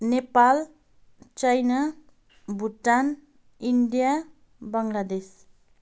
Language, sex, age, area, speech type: Nepali, female, 30-45, rural, spontaneous